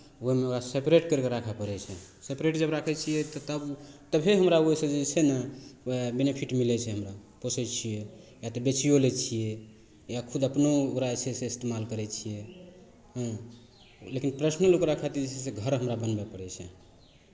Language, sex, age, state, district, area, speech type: Maithili, male, 45-60, Bihar, Madhepura, rural, spontaneous